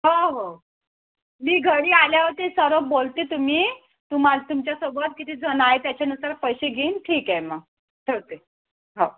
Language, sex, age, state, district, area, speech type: Marathi, female, 30-45, Maharashtra, Thane, urban, conversation